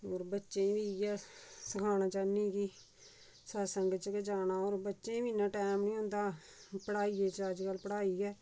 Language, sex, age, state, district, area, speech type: Dogri, female, 45-60, Jammu and Kashmir, Reasi, rural, spontaneous